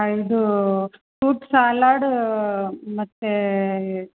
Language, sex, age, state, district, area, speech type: Kannada, female, 30-45, Karnataka, Chitradurga, urban, conversation